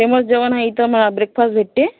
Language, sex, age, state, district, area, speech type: Marathi, female, 18-30, Maharashtra, Washim, rural, conversation